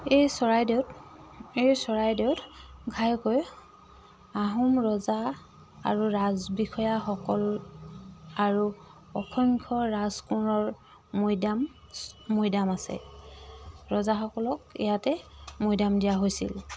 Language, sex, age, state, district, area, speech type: Assamese, female, 45-60, Assam, Charaideo, rural, spontaneous